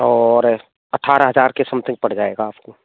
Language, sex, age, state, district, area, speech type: Hindi, male, 18-30, Rajasthan, Bharatpur, rural, conversation